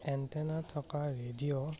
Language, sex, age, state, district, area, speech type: Assamese, male, 18-30, Assam, Morigaon, rural, spontaneous